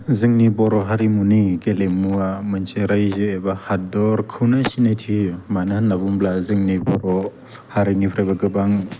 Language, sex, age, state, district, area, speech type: Bodo, male, 18-30, Assam, Udalguri, urban, spontaneous